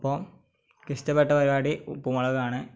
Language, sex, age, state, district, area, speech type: Malayalam, male, 18-30, Kerala, Malappuram, rural, spontaneous